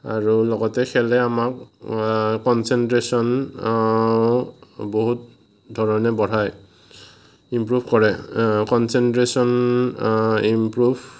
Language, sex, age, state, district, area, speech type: Assamese, male, 18-30, Assam, Morigaon, rural, spontaneous